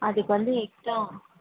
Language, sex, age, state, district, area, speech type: Tamil, female, 18-30, Tamil Nadu, Tiruvannamalai, urban, conversation